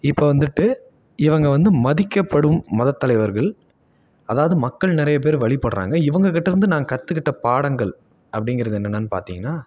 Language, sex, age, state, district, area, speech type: Tamil, male, 18-30, Tamil Nadu, Salem, rural, spontaneous